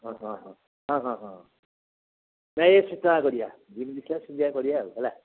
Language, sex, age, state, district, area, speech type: Odia, male, 60+, Odisha, Gajapati, rural, conversation